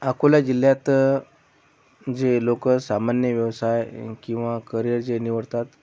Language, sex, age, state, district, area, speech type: Marathi, male, 30-45, Maharashtra, Akola, rural, spontaneous